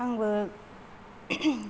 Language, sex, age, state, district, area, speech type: Bodo, female, 45-60, Assam, Kokrajhar, rural, spontaneous